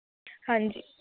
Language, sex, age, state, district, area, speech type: Punjabi, female, 18-30, Punjab, Mohali, rural, conversation